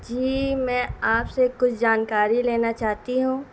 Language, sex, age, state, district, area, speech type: Urdu, female, 18-30, Bihar, Gaya, urban, spontaneous